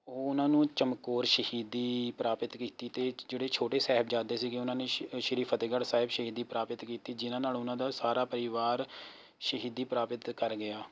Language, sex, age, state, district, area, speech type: Punjabi, male, 18-30, Punjab, Rupnagar, rural, spontaneous